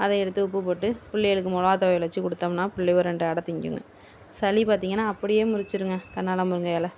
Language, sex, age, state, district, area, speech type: Tamil, female, 60+, Tamil Nadu, Tiruvarur, rural, spontaneous